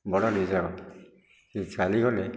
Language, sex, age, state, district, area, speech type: Odia, male, 60+, Odisha, Nayagarh, rural, spontaneous